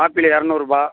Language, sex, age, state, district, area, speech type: Tamil, male, 45-60, Tamil Nadu, Perambalur, rural, conversation